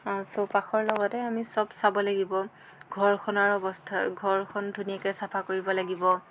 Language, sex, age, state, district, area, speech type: Assamese, female, 18-30, Assam, Jorhat, urban, spontaneous